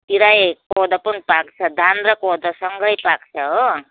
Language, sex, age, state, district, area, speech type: Nepali, female, 60+, West Bengal, Kalimpong, rural, conversation